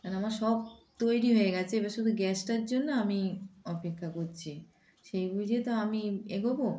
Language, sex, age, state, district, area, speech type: Bengali, female, 45-60, West Bengal, Darjeeling, rural, spontaneous